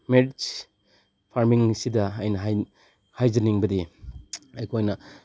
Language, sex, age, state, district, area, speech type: Manipuri, male, 30-45, Manipur, Chandel, rural, spontaneous